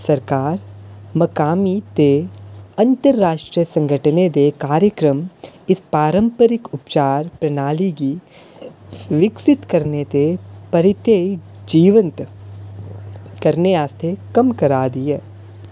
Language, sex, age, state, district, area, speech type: Dogri, male, 18-30, Jammu and Kashmir, Udhampur, urban, read